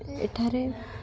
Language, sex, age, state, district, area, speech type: Odia, female, 18-30, Odisha, Malkangiri, urban, spontaneous